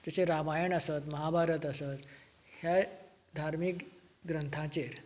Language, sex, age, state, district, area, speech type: Goan Konkani, male, 45-60, Goa, Canacona, rural, spontaneous